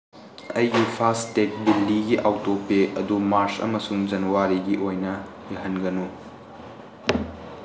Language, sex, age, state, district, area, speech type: Manipuri, male, 18-30, Manipur, Tengnoupal, rural, read